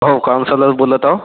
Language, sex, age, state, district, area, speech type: Marathi, male, 45-60, Maharashtra, Nagpur, rural, conversation